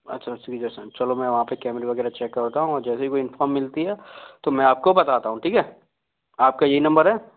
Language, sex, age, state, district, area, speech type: Hindi, male, 18-30, Madhya Pradesh, Gwalior, urban, conversation